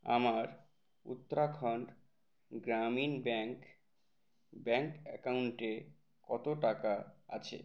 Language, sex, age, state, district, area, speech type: Bengali, male, 30-45, West Bengal, Uttar Dinajpur, urban, read